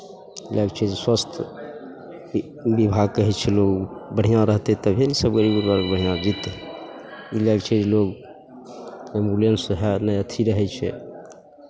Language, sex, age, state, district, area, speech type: Maithili, male, 45-60, Bihar, Begusarai, urban, spontaneous